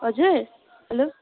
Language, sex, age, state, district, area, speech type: Nepali, female, 18-30, West Bengal, Kalimpong, rural, conversation